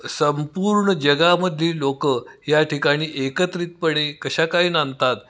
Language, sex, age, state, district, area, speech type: Marathi, male, 60+, Maharashtra, Kolhapur, urban, spontaneous